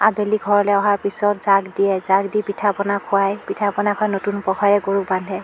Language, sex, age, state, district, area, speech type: Assamese, female, 45-60, Assam, Biswanath, rural, spontaneous